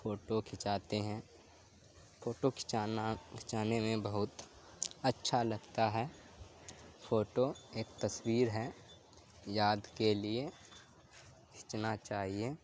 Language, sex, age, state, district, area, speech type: Urdu, male, 18-30, Bihar, Supaul, rural, spontaneous